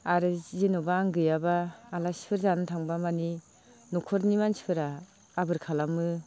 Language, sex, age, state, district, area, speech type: Bodo, female, 45-60, Assam, Baksa, rural, spontaneous